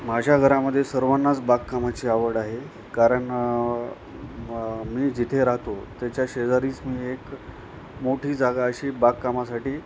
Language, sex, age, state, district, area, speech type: Marathi, male, 45-60, Maharashtra, Nanded, rural, spontaneous